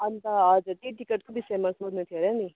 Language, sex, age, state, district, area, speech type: Nepali, female, 30-45, West Bengal, Darjeeling, rural, conversation